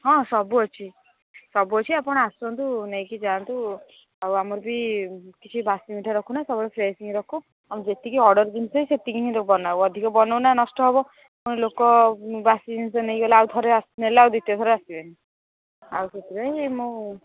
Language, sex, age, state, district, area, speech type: Odia, female, 60+, Odisha, Jharsuguda, rural, conversation